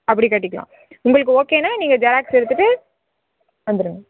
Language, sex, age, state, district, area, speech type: Tamil, female, 18-30, Tamil Nadu, Namakkal, rural, conversation